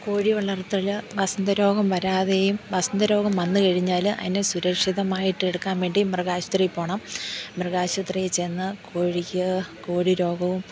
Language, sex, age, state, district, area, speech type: Malayalam, female, 45-60, Kerala, Thiruvananthapuram, urban, spontaneous